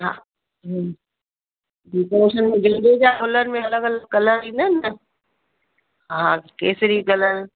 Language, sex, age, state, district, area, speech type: Sindhi, female, 45-60, Gujarat, Kutch, urban, conversation